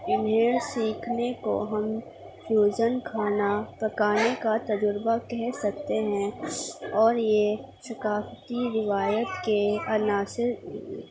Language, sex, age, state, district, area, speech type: Urdu, female, 18-30, Uttar Pradesh, Gautam Buddha Nagar, urban, spontaneous